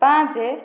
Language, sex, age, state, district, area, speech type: Odia, female, 30-45, Odisha, Dhenkanal, rural, read